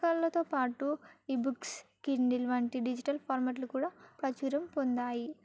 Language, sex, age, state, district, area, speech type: Telugu, female, 18-30, Telangana, Sangareddy, urban, spontaneous